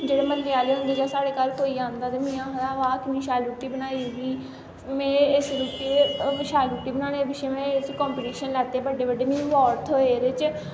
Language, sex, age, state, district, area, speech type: Dogri, female, 18-30, Jammu and Kashmir, Samba, rural, spontaneous